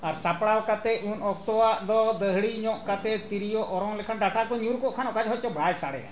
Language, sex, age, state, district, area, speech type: Santali, male, 60+, Jharkhand, Bokaro, rural, spontaneous